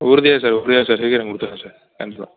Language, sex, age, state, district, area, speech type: Tamil, male, 30-45, Tamil Nadu, Mayiladuthurai, urban, conversation